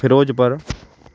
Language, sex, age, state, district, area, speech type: Punjabi, male, 18-30, Punjab, Shaheed Bhagat Singh Nagar, urban, spontaneous